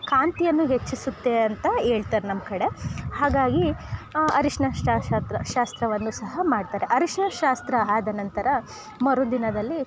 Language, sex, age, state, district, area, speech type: Kannada, female, 30-45, Karnataka, Chikkamagaluru, rural, spontaneous